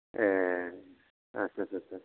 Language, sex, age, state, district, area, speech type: Bodo, male, 45-60, Assam, Chirang, rural, conversation